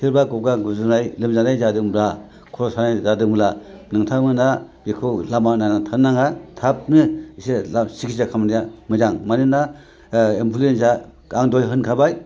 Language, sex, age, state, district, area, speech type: Bodo, male, 60+, Assam, Chirang, rural, spontaneous